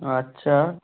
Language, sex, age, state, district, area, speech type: Bengali, male, 18-30, West Bengal, Jalpaiguri, rural, conversation